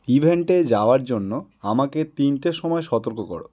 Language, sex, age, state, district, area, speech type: Bengali, male, 18-30, West Bengal, Howrah, urban, read